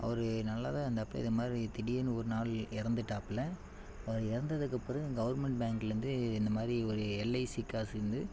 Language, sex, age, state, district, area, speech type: Tamil, male, 18-30, Tamil Nadu, Namakkal, rural, spontaneous